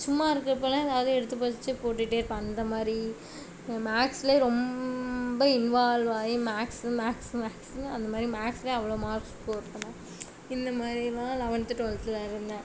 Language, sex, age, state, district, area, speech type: Tamil, female, 45-60, Tamil Nadu, Tiruvarur, urban, spontaneous